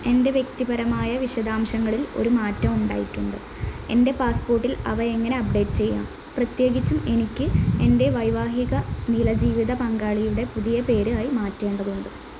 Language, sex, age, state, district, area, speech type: Malayalam, female, 30-45, Kerala, Malappuram, rural, read